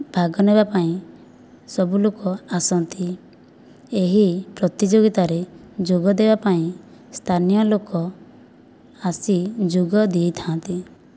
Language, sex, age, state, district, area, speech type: Odia, female, 30-45, Odisha, Kandhamal, rural, spontaneous